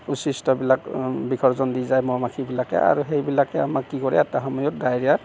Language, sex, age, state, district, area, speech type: Assamese, male, 45-60, Assam, Barpeta, rural, spontaneous